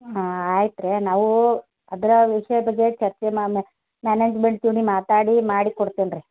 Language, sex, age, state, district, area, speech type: Kannada, female, 60+, Karnataka, Belgaum, rural, conversation